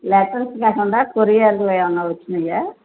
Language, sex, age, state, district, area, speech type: Telugu, female, 45-60, Andhra Pradesh, N T Rama Rao, urban, conversation